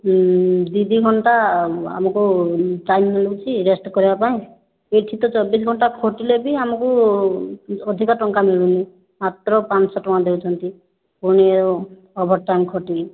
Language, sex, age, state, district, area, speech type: Odia, female, 18-30, Odisha, Boudh, rural, conversation